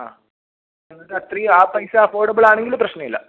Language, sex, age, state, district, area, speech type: Malayalam, male, 18-30, Kerala, Kozhikode, urban, conversation